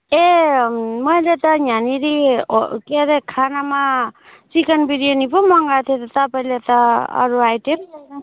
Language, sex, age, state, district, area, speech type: Nepali, female, 30-45, West Bengal, Alipurduar, urban, conversation